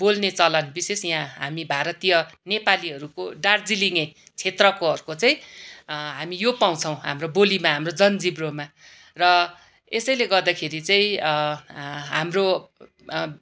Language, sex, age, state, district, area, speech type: Nepali, female, 45-60, West Bengal, Darjeeling, rural, spontaneous